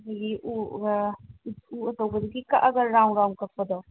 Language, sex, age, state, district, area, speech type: Manipuri, female, 30-45, Manipur, Imphal East, rural, conversation